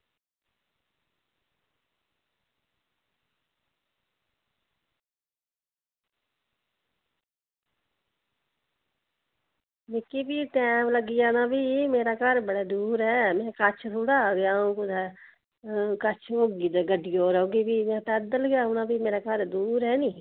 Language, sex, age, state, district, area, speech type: Dogri, female, 45-60, Jammu and Kashmir, Udhampur, rural, conversation